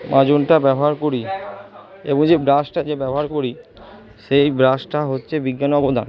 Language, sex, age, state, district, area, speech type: Bengali, male, 60+, West Bengal, Purba Bardhaman, urban, spontaneous